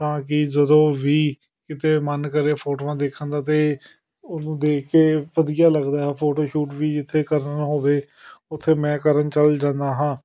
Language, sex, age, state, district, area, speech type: Punjabi, male, 30-45, Punjab, Amritsar, urban, spontaneous